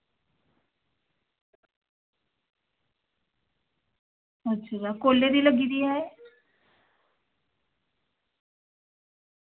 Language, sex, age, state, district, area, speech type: Dogri, female, 18-30, Jammu and Kashmir, Samba, rural, conversation